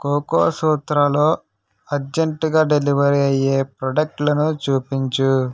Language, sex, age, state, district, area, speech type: Telugu, male, 18-30, Andhra Pradesh, West Godavari, rural, read